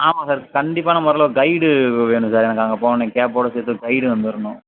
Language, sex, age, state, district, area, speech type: Tamil, male, 30-45, Tamil Nadu, Madurai, urban, conversation